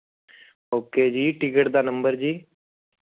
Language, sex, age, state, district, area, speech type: Punjabi, male, 18-30, Punjab, Fazilka, rural, conversation